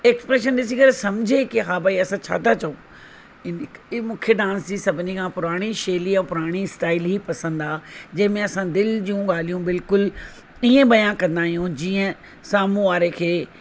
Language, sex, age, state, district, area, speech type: Sindhi, female, 45-60, Rajasthan, Ajmer, urban, spontaneous